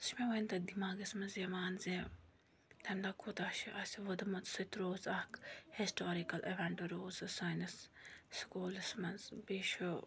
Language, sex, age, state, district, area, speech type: Kashmiri, female, 18-30, Jammu and Kashmir, Bandipora, rural, spontaneous